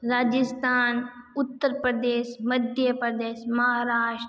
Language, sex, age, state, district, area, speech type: Hindi, female, 30-45, Rajasthan, Jodhpur, urban, spontaneous